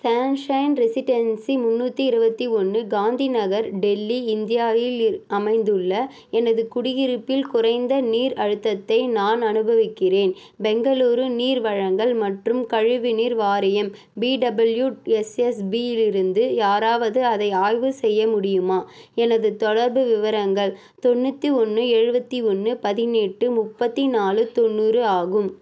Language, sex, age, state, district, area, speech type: Tamil, female, 18-30, Tamil Nadu, Vellore, urban, read